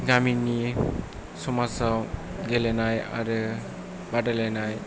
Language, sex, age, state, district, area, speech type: Bodo, male, 18-30, Assam, Kokrajhar, rural, spontaneous